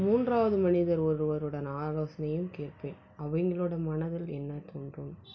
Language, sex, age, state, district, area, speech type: Tamil, female, 18-30, Tamil Nadu, Salem, rural, spontaneous